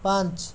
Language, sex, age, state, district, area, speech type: Hindi, male, 30-45, Rajasthan, Jaipur, urban, read